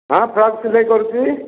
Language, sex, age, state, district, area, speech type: Odia, male, 60+, Odisha, Nayagarh, rural, conversation